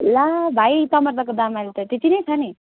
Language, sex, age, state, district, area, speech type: Nepali, female, 18-30, West Bengal, Darjeeling, rural, conversation